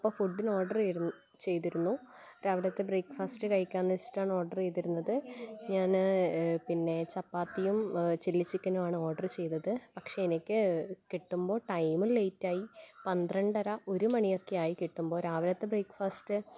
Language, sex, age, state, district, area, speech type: Malayalam, female, 18-30, Kerala, Kannur, rural, spontaneous